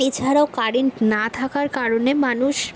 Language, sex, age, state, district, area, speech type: Bengali, female, 18-30, West Bengal, Bankura, urban, spontaneous